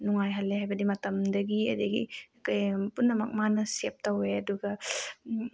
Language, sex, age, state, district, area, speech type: Manipuri, female, 18-30, Manipur, Bishnupur, rural, spontaneous